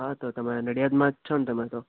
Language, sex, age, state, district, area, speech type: Gujarati, male, 18-30, Gujarat, Kheda, rural, conversation